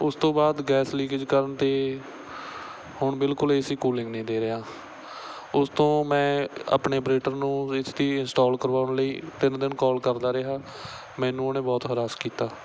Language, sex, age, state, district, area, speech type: Punjabi, male, 18-30, Punjab, Bathinda, rural, spontaneous